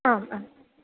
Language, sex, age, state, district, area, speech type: Sanskrit, female, 18-30, Kerala, Palakkad, rural, conversation